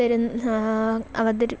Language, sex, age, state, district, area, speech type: Malayalam, female, 18-30, Kerala, Kollam, rural, spontaneous